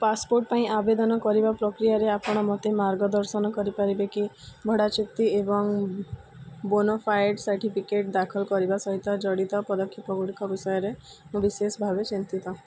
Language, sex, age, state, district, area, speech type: Odia, female, 18-30, Odisha, Sundergarh, urban, read